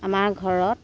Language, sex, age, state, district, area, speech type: Assamese, female, 60+, Assam, Morigaon, rural, spontaneous